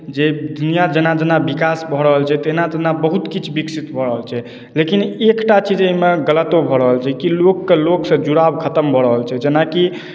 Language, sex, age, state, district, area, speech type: Maithili, male, 30-45, Bihar, Madhubani, urban, spontaneous